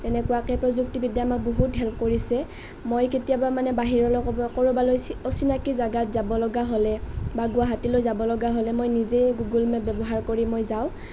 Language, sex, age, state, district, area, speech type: Assamese, female, 18-30, Assam, Nalbari, rural, spontaneous